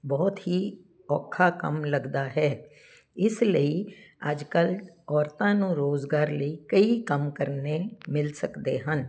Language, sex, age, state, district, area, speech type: Punjabi, female, 60+, Punjab, Jalandhar, urban, spontaneous